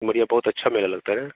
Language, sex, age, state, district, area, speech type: Hindi, male, 45-60, Bihar, Begusarai, urban, conversation